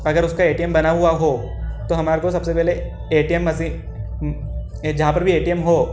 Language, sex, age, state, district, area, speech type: Hindi, male, 18-30, Madhya Pradesh, Ujjain, urban, spontaneous